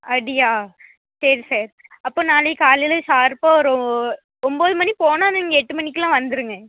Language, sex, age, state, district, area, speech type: Tamil, female, 18-30, Tamil Nadu, Thoothukudi, rural, conversation